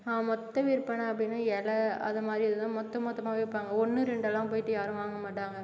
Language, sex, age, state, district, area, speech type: Tamil, female, 60+, Tamil Nadu, Cuddalore, rural, spontaneous